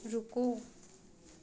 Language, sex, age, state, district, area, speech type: Hindi, female, 18-30, Madhya Pradesh, Chhindwara, urban, read